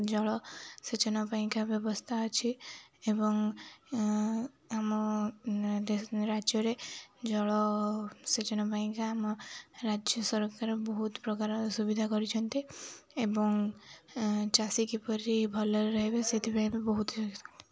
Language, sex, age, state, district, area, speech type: Odia, female, 18-30, Odisha, Jagatsinghpur, urban, spontaneous